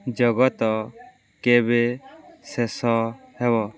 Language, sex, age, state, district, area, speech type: Odia, male, 18-30, Odisha, Balangir, urban, read